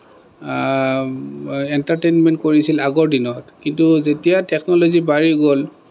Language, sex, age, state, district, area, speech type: Assamese, male, 30-45, Assam, Kamrup Metropolitan, urban, spontaneous